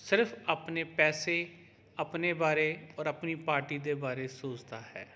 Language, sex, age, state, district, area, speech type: Punjabi, male, 30-45, Punjab, Jalandhar, urban, spontaneous